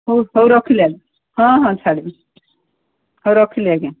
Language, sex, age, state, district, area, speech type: Odia, female, 60+, Odisha, Gajapati, rural, conversation